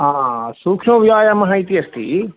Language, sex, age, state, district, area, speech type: Sanskrit, male, 30-45, Karnataka, Dakshina Kannada, rural, conversation